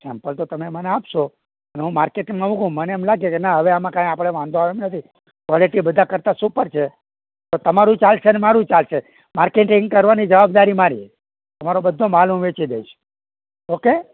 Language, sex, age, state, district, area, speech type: Gujarati, male, 60+, Gujarat, Rajkot, rural, conversation